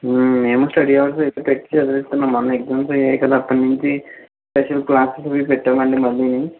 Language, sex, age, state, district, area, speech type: Telugu, male, 30-45, Andhra Pradesh, N T Rama Rao, urban, conversation